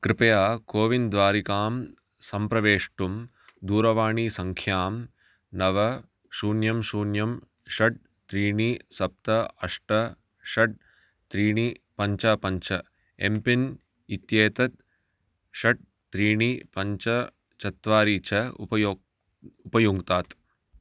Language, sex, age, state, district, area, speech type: Sanskrit, male, 30-45, Karnataka, Bangalore Urban, urban, read